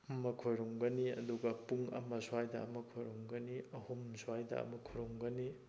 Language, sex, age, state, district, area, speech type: Manipuri, male, 45-60, Manipur, Thoubal, rural, spontaneous